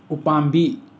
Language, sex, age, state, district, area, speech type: Manipuri, male, 60+, Manipur, Imphal West, urban, read